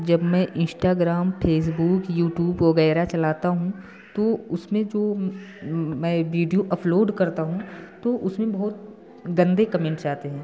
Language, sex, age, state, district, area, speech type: Hindi, male, 18-30, Uttar Pradesh, Prayagraj, rural, spontaneous